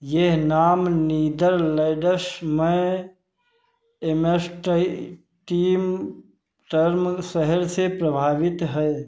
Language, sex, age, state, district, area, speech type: Hindi, male, 60+, Uttar Pradesh, Sitapur, rural, read